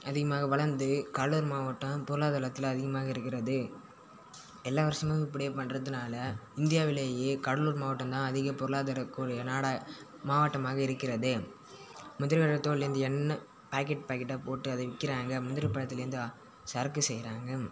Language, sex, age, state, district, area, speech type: Tamil, male, 18-30, Tamil Nadu, Cuddalore, rural, spontaneous